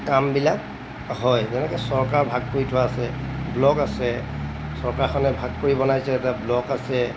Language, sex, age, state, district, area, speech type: Assamese, male, 45-60, Assam, Golaghat, urban, spontaneous